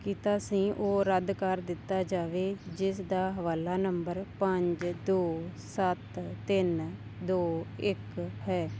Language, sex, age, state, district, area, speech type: Punjabi, female, 18-30, Punjab, Fazilka, rural, spontaneous